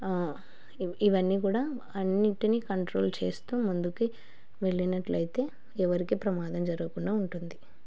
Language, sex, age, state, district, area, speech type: Telugu, female, 30-45, Andhra Pradesh, Kurnool, rural, spontaneous